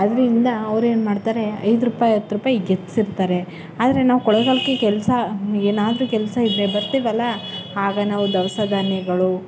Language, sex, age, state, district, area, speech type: Kannada, female, 18-30, Karnataka, Chamarajanagar, rural, spontaneous